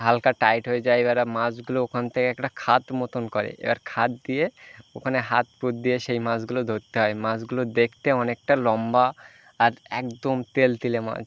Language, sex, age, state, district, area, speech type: Bengali, male, 18-30, West Bengal, Birbhum, urban, spontaneous